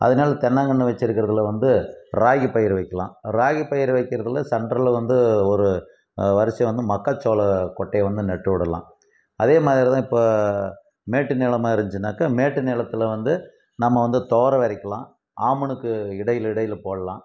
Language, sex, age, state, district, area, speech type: Tamil, male, 60+, Tamil Nadu, Krishnagiri, rural, spontaneous